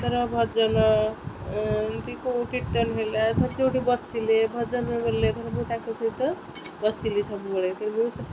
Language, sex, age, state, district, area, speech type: Odia, female, 30-45, Odisha, Kendrapara, urban, spontaneous